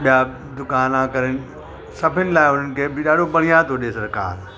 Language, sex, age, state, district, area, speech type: Sindhi, male, 45-60, Uttar Pradesh, Lucknow, rural, spontaneous